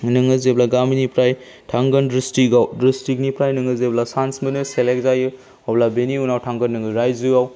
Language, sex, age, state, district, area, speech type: Bodo, male, 30-45, Assam, Chirang, rural, spontaneous